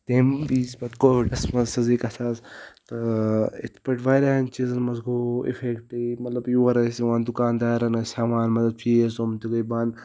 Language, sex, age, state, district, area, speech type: Kashmiri, male, 18-30, Jammu and Kashmir, Ganderbal, rural, spontaneous